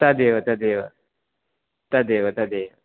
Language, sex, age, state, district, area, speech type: Sanskrit, male, 30-45, Karnataka, Dakshina Kannada, rural, conversation